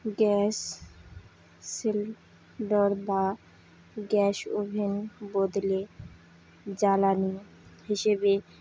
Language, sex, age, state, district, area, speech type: Bengali, female, 18-30, West Bengal, Howrah, urban, spontaneous